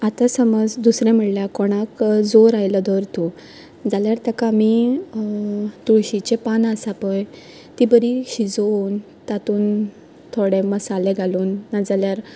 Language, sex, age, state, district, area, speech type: Goan Konkani, female, 18-30, Goa, Quepem, rural, spontaneous